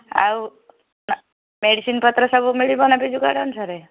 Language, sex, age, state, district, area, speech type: Odia, female, 30-45, Odisha, Kendujhar, urban, conversation